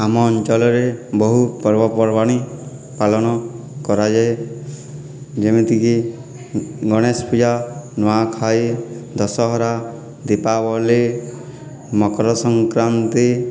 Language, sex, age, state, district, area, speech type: Odia, male, 60+, Odisha, Boudh, rural, spontaneous